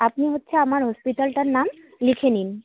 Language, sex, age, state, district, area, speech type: Bengali, female, 18-30, West Bengal, Jalpaiguri, rural, conversation